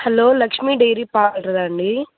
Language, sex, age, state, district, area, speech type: Telugu, female, 18-30, Andhra Pradesh, Kadapa, rural, conversation